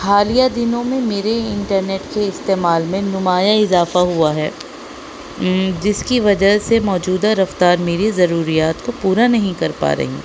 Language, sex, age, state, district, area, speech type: Urdu, female, 18-30, Delhi, North East Delhi, urban, spontaneous